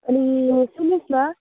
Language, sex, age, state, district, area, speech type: Nepali, female, 18-30, West Bengal, Kalimpong, rural, conversation